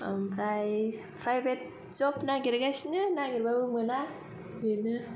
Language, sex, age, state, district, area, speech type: Bodo, female, 30-45, Assam, Kokrajhar, urban, spontaneous